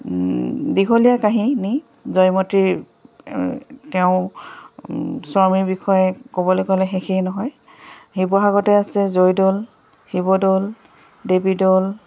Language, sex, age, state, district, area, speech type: Assamese, female, 30-45, Assam, Charaideo, rural, spontaneous